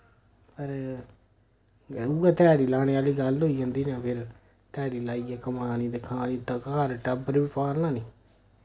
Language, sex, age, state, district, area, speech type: Dogri, male, 30-45, Jammu and Kashmir, Reasi, rural, spontaneous